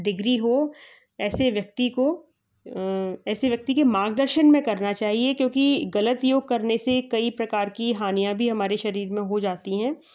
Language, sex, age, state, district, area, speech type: Hindi, female, 45-60, Madhya Pradesh, Gwalior, urban, spontaneous